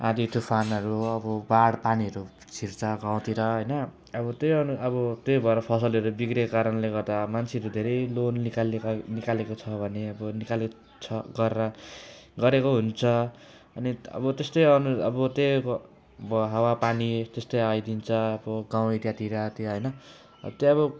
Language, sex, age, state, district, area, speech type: Nepali, male, 18-30, West Bengal, Jalpaiguri, rural, spontaneous